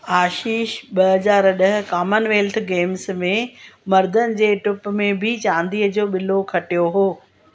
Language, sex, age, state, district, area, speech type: Sindhi, female, 60+, Gujarat, Surat, urban, read